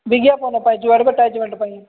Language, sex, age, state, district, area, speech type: Odia, male, 45-60, Odisha, Nabarangpur, rural, conversation